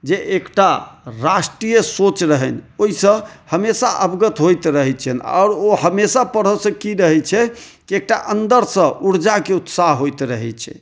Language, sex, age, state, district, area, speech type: Maithili, male, 30-45, Bihar, Madhubani, urban, spontaneous